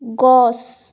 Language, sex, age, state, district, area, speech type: Assamese, female, 18-30, Assam, Sonitpur, rural, read